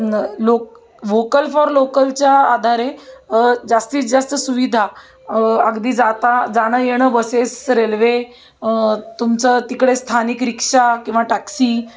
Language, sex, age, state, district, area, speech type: Marathi, female, 30-45, Maharashtra, Pune, urban, spontaneous